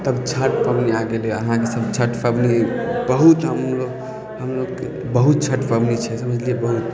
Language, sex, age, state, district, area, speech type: Maithili, male, 18-30, Bihar, Samastipur, rural, spontaneous